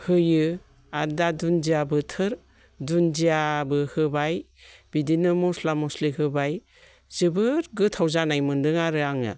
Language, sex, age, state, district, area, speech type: Bodo, female, 45-60, Assam, Baksa, rural, spontaneous